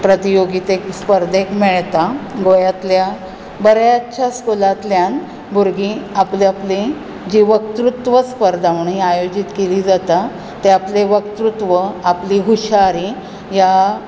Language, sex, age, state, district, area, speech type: Goan Konkani, female, 45-60, Goa, Bardez, urban, spontaneous